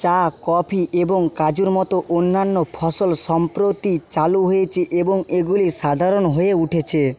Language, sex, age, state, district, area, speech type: Bengali, male, 30-45, West Bengal, Jhargram, rural, read